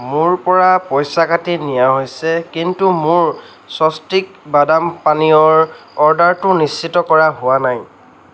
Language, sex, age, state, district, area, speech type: Assamese, male, 45-60, Assam, Lakhimpur, rural, read